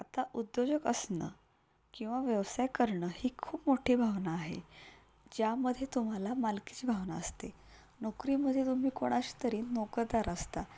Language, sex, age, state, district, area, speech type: Marathi, female, 18-30, Maharashtra, Satara, urban, spontaneous